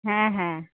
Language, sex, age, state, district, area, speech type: Bengali, female, 30-45, West Bengal, Cooch Behar, urban, conversation